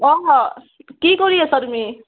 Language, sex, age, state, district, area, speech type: Assamese, female, 30-45, Assam, Barpeta, rural, conversation